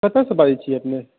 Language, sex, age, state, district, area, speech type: Maithili, male, 30-45, Bihar, Supaul, rural, conversation